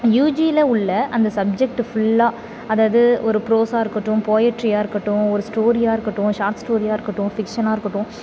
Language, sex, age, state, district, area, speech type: Tamil, female, 30-45, Tamil Nadu, Thanjavur, rural, spontaneous